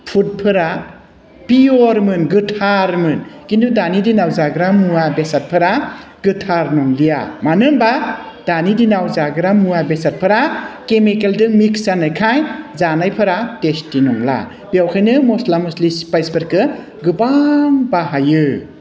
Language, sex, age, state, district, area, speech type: Bodo, male, 45-60, Assam, Udalguri, urban, spontaneous